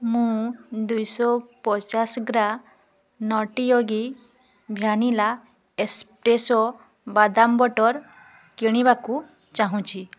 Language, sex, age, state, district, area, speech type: Odia, female, 30-45, Odisha, Mayurbhanj, rural, read